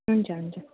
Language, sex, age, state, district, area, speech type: Nepali, female, 18-30, West Bengal, Darjeeling, rural, conversation